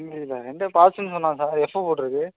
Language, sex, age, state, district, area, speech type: Tamil, male, 18-30, Tamil Nadu, Nagapattinam, rural, conversation